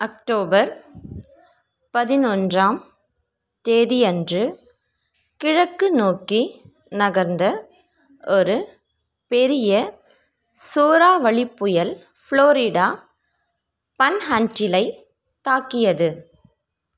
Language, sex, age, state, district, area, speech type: Tamil, female, 30-45, Tamil Nadu, Ranipet, rural, read